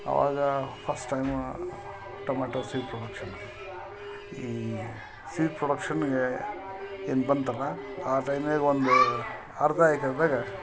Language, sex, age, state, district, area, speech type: Kannada, male, 45-60, Karnataka, Koppal, rural, spontaneous